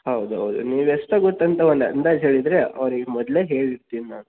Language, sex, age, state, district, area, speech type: Kannada, male, 18-30, Karnataka, Davanagere, urban, conversation